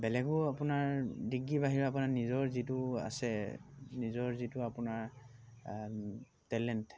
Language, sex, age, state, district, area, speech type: Assamese, male, 45-60, Assam, Dhemaji, rural, spontaneous